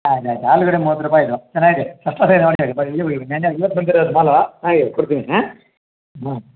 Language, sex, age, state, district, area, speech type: Kannada, male, 60+, Karnataka, Kolar, rural, conversation